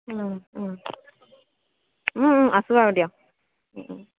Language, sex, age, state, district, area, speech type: Assamese, female, 30-45, Assam, Dhemaji, urban, conversation